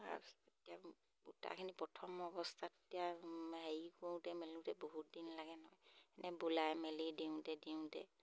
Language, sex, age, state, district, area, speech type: Assamese, female, 45-60, Assam, Sivasagar, rural, spontaneous